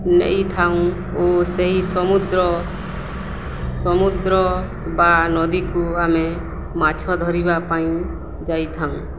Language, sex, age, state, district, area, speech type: Odia, female, 45-60, Odisha, Balangir, urban, spontaneous